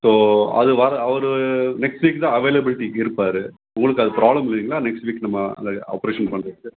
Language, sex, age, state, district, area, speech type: Tamil, male, 60+, Tamil Nadu, Tenkasi, rural, conversation